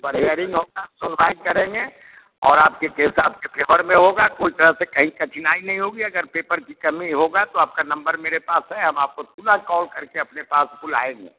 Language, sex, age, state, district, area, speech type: Hindi, male, 60+, Bihar, Vaishali, rural, conversation